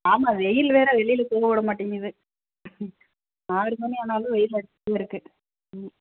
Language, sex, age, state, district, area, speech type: Tamil, female, 30-45, Tamil Nadu, Pudukkottai, urban, conversation